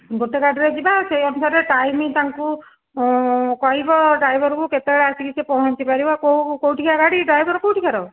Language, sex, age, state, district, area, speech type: Odia, female, 45-60, Odisha, Dhenkanal, rural, conversation